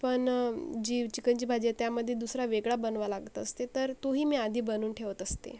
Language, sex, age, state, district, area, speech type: Marathi, female, 18-30, Maharashtra, Akola, rural, spontaneous